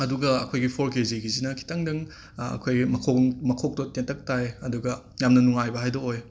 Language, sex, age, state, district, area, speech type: Manipuri, male, 30-45, Manipur, Imphal West, urban, spontaneous